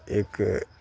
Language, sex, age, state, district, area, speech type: Urdu, male, 30-45, Bihar, Khagaria, rural, spontaneous